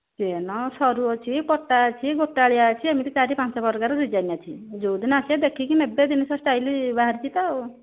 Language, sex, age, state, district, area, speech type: Odia, female, 45-60, Odisha, Nayagarh, rural, conversation